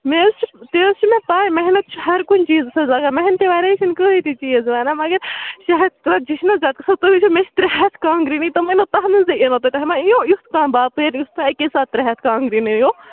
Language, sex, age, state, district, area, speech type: Kashmiri, female, 18-30, Jammu and Kashmir, Bandipora, rural, conversation